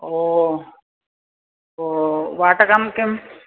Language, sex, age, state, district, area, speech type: Sanskrit, female, 60+, Tamil Nadu, Chennai, urban, conversation